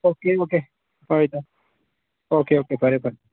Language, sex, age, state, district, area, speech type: Manipuri, male, 18-30, Manipur, Tengnoupal, rural, conversation